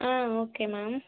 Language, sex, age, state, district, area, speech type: Tamil, female, 30-45, Tamil Nadu, Tiruvarur, rural, conversation